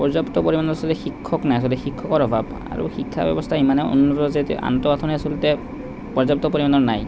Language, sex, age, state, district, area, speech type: Assamese, male, 30-45, Assam, Nalbari, rural, spontaneous